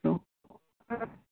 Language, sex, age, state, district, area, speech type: Assamese, male, 18-30, Assam, Lakhimpur, rural, conversation